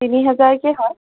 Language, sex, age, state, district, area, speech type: Assamese, female, 30-45, Assam, Golaghat, urban, conversation